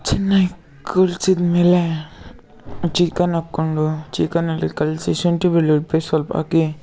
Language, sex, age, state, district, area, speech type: Kannada, male, 18-30, Karnataka, Kolar, rural, spontaneous